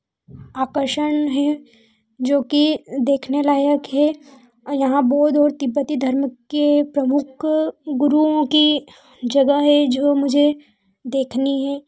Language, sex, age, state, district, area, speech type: Hindi, female, 18-30, Madhya Pradesh, Ujjain, urban, spontaneous